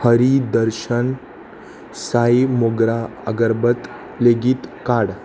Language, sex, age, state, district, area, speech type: Goan Konkani, male, 18-30, Goa, Salcete, urban, read